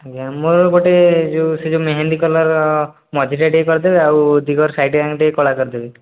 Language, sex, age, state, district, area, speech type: Odia, male, 18-30, Odisha, Dhenkanal, rural, conversation